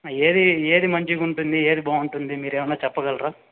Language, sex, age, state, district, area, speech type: Telugu, male, 30-45, Andhra Pradesh, Chittoor, urban, conversation